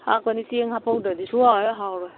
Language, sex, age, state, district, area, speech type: Manipuri, female, 60+, Manipur, Kangpokpi, urban, conversation